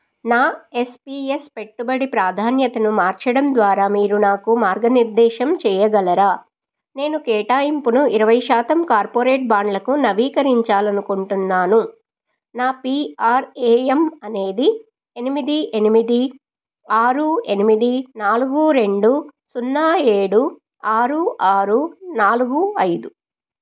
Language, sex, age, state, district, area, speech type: Telugu, female, 45-60, Telangana, Medchal, rural, read